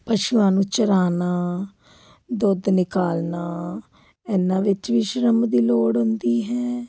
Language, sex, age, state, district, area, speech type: Punjabi, female, 30-45, Punjab, Fazilka, rural, spontaneous